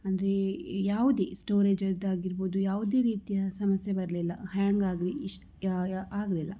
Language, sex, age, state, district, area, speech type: Kannada, female, 18-30, Karnataka, Tumkur, rural, spontaneous